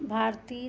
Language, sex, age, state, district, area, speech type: Hindi, female, 18-30, Madhya Pradesh, Seoni, urban, spontaneous